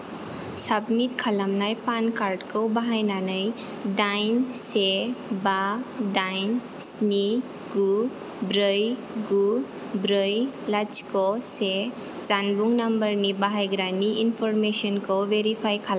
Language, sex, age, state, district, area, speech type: Bodo, female, 18-30, Assam, Kokrajhar, rural, read